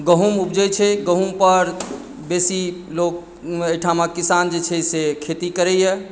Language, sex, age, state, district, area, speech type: Maithili, female, 60+, Bihar, Madhubani, urban, spontaneous